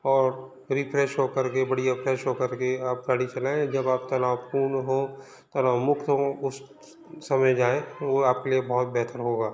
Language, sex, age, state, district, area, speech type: Hindi, male, 45-60, Madhya Pradesh, Balaghat, rural, spontaneous